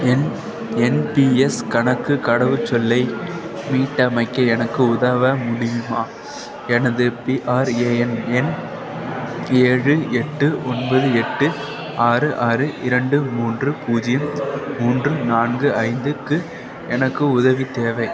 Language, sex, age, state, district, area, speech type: Tamil, male, 18-30, Tamil Nadu, Perambalur, rural, read